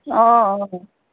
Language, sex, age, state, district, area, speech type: Assamese, female, 60+, Assam, Golaghat, rural, conversation